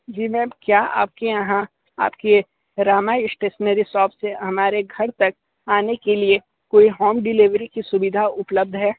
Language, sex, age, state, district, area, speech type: Hindi, male, 18-30, Uttar Pradesh, Sonbhadra, rural, conversation